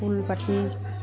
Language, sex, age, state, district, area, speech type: Assamese, female, 45-60, Assam, Udalguri, rural, spontaneous